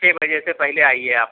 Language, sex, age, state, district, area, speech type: Urdu, male, 45-60, Telangana, Hyderabad, urban, conversation